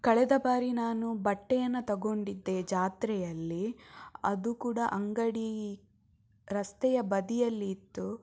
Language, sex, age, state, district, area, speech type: Kannada, female, 18-30, Karnataka, Shimoga, rural, spontaneous